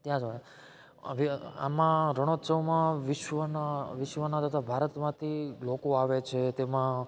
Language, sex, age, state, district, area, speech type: Gujarati, male, 30-45, Gujarat, Rajkot, rural, spontaneous